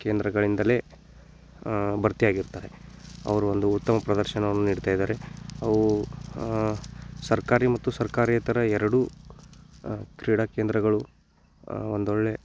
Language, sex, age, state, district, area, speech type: Kannada, male, 18-30, Karnataka, Bagalkot, rural, spontaneous